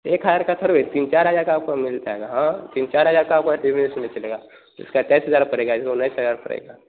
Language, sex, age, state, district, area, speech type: Hindi, male, 18-30, Bihar, Vaishali, rural, conversation